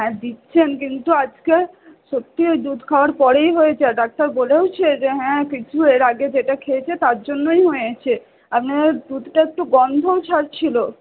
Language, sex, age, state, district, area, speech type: Bengali, female, 18-30, West Bengal, Purba Bardhaman, urban, conversation